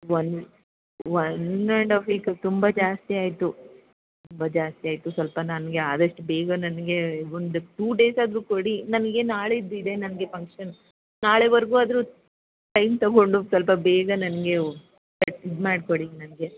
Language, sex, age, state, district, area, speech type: Kannada, female, 30-45, Karnataka, Bangalore Urban, urban, conversation